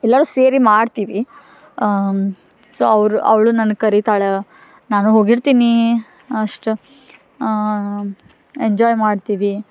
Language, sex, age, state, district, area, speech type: Kannada, female, 18-30, Karnataka, Dharwad, rural, spontaneous